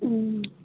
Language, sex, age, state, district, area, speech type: Assamese, female, 18-30, Assam, Dhemaji, urban, conversation